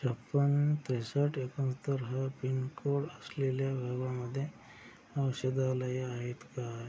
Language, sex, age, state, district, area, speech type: Marathi, male, 18-30, Maharashtra, Akola, rural, read